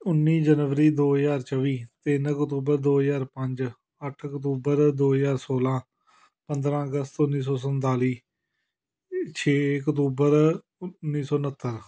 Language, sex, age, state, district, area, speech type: Punjabi, male, 30-45, Punjab, Amritsar, urban, spontaneous